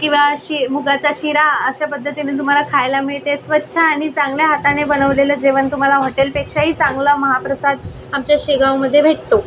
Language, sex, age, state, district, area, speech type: Marathi, female, 18-30, Maharashtra, Buldhana, rural, spontaneous